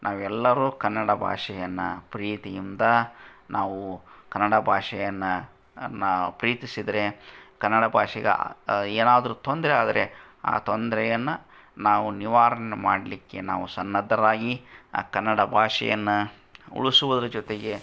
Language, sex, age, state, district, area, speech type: Kannada, male, 45-60, Karnataka, Gadag, rural, spontaneous